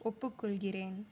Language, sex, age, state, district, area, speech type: Tamil, female, 18-30, Tamil Nadu, Sivaganga, rural, read